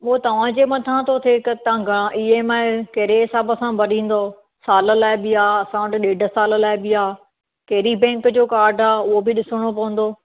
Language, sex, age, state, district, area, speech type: Sindhi, female, 30-45, Maharashtra, Thane, urban, conversation